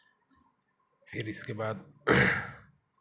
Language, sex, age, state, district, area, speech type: Hindi, male, 45-60, Uttar Pradesh, Jaunpur, urban, spontaneous